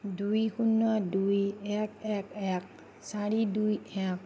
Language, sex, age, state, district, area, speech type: Assamese, female, 45-60, Assam, Nagaon, rural, read